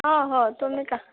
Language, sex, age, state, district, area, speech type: Marathi, female, 60+, Maharashtra, Nagpur, urban, conversation